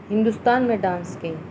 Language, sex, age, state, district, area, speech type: Urdu, female, 30-45, Uttar Pradesh, Muzaffarnagar, urban, spontaneous